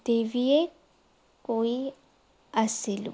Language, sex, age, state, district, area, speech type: Assamese, female, 30-45, Assam, Sonitpur, rural, spontaneous